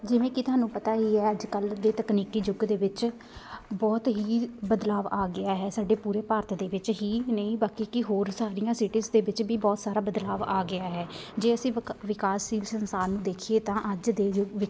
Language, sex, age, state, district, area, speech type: Punjabi, female, 18-30, Punjab, Shaheed Bhagat Singh Nagar, urban, spontaneous